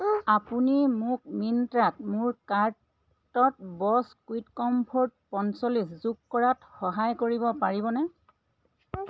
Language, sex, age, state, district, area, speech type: Assamese, female, 45-60, Assam, Dhemaji, urban, read